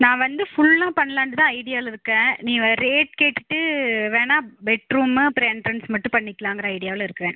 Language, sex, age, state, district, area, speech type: Tamil, female, 18-30, Tamil Nadu, Erode, rural, conversation